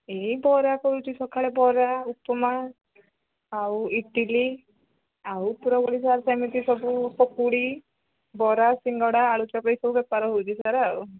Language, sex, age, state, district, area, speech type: Odia, female, 45-60, Odisha, Angul, rural, conversation